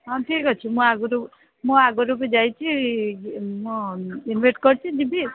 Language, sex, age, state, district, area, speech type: Odia, female, 45-60, Odisha, Sambalpur, rural, conversation